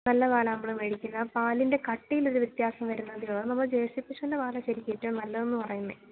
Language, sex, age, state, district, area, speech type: Malayalam, female, 30-45, Kerala, Idukki, rural, conversation